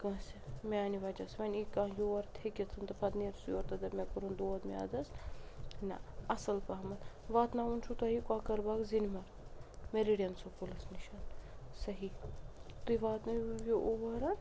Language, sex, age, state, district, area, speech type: Kashmiri, female, 45-60, Jammu and Kashmir, Srinagar, urban, spontaneous